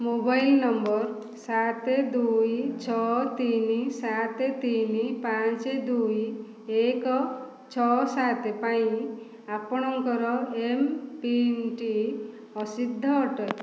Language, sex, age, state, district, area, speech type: Odia, female, 45-60, Odisha, Khordha, rural, read